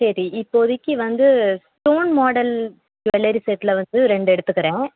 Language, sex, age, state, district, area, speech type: Tamil, female, 18-30, Tamil Nadu, Tiruvallur, urban, conversation